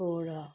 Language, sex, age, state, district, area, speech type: Punjabi, female, 60+, Punjab, Fazilka, rural, read